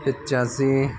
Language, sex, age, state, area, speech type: Hindi, male, 30-45, Madhya Pradesh, rural, spontaneous